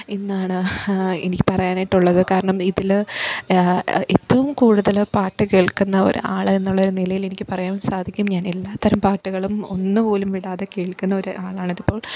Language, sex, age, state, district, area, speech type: Malayalam, female, 18-30, Kerala, Pathanamthitta, rural, spontaneous